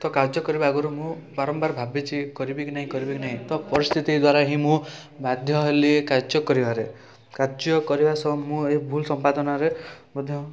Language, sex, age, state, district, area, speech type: Odia, male, 18-30, Odisha, Rayagada, urban, spontaneous